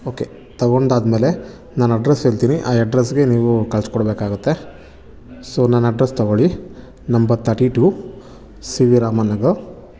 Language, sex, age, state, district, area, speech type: Kannada, male, 30-45, Karnataka, Bangalore Urban, urban, spontaneous